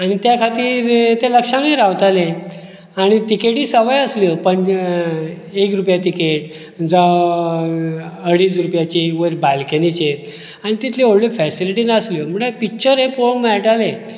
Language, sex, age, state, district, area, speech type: Goan Konkani, male, 45-60, Goa, Bardez, rural, spontaneous